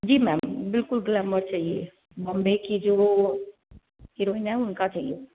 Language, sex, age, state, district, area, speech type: Hindi, female, 60+, Rajasthan, Jodhpur, urban, conversation